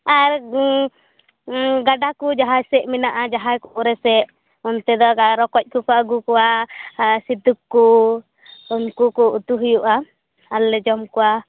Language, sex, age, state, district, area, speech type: Santali, female, 18-30, West Bengal, Purba Bardhaman, rural, conversation